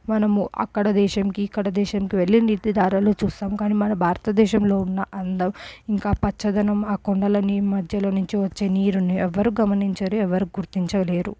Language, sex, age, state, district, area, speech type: Telugu, female, 18-30, Telangana, Medchal, urban, spontaneous